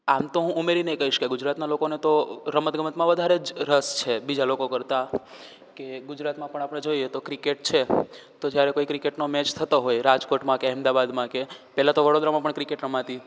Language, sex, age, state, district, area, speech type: Gujarati, male, 18-30, Gujarat, Rajkot, rural, spontaneous